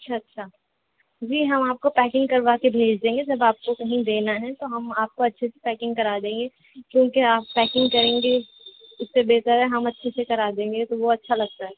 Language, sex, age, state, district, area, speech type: Urdu, female, 18-30, Uttar Pradesh, Rampur, urban, conversation